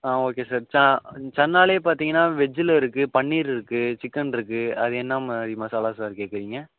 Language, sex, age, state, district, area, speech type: Tamil, male, 45-60, Tamil Nadu, Ariyalur, rural, conversation